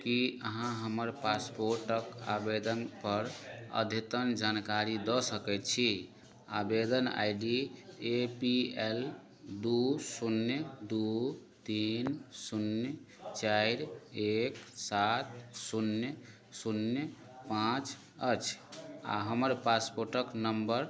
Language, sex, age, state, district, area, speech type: Maithili, male, 30-45, Bihar, Madhubani, rural, read